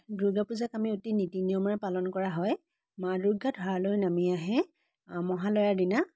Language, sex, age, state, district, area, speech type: Assamese, female, 30-45, Assam, Biswanath, rural, spontaneous